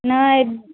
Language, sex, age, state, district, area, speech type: Sindhi, female, 18-30, Maharashtra, Thane, urban, conversation